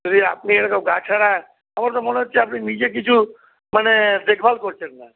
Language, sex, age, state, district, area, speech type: Bengali, male, 60+, West Bengal, Paschim Bardhaman, urban, conversation